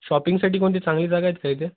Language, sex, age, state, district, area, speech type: Marathi, male, 30-45, Maharashtra, Nanded, rural, conversation